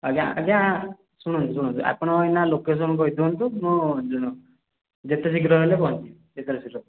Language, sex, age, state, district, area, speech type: Odia, male, 18-30, Odisha, Khordha, rural, conversation